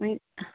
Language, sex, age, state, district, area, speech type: Marathi, female, 45-60, Maharashtra, Akola, urban, conversation